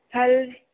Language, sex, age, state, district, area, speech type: Hindi, female, 18-30, Bihar, Begusarai, rural, conversation